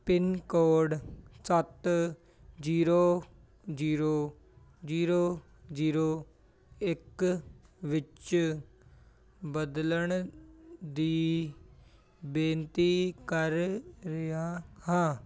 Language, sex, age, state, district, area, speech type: Punjabi, male, 18-30, Punjab, Muktsar, urban, read